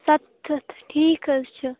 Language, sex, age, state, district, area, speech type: Kashmiri, female, 30-45, Jammu and Kashmir, Bandipora, rural, conversation